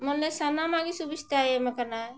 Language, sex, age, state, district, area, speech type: Santali, female, 45-60, Jharkhand, Bokaro, rural, spontaneous